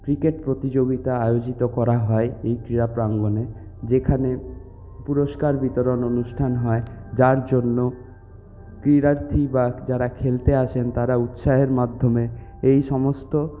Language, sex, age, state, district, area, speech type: Bengali, male, 30-45, West Bengal, Purulia, urban, spontaneous